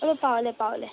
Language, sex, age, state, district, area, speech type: Goan Konkani, female, 18-30, Goa, Quepem, rural, conversation